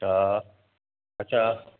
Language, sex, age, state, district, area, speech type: Sindhi, male, 60+, Gujarat, Kutch, urban, conversation